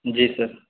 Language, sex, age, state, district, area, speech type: Urdu, male, 18-30, Delhi, North West Delhi, urban, conversation